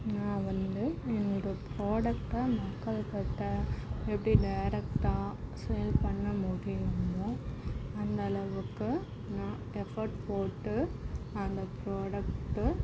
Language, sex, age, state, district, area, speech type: Tamil, female, 60+, Tamil Nadu, Cuddalore, urban, spontaneous